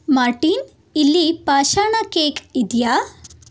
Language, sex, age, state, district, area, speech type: Kannada, female, 18-30, Karnataka, Chitradurga, urban, read